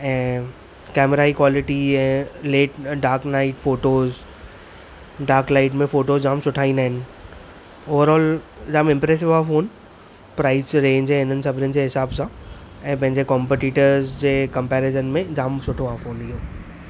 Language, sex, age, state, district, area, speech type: Sindhi, female, 45-60, Maharashtra, Thane, urban, spontaneous